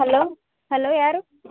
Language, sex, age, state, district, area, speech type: Kannada, female, 18-30, Karnataka, Bellary, rural, conversation